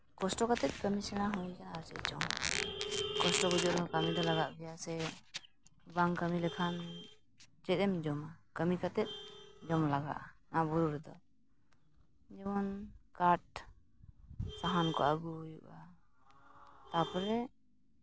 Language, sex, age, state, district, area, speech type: Santali, female, 18-30, West Bengal, Purulia, rural, spontaneous